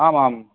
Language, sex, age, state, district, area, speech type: Sanskrit, male, 18-30, West Bengal, Purba Bardhaman, rural, conversation